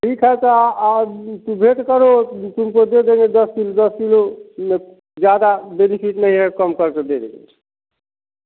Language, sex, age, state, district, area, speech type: Hindi, male, 45-60, Bihar, Samastipur, rural, conversation